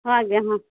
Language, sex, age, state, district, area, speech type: Odia, female, 45-60, Odisha, Angul, rural, conversation